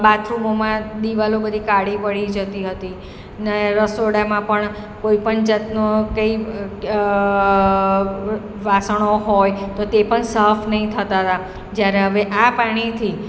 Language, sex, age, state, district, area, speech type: Gujarati, female, 45-60, Gujarat, Surat, urban, spontaneous